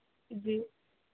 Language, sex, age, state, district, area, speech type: Hindi, female, 18-30, Madhya Pradesh, Harda, urban, conversation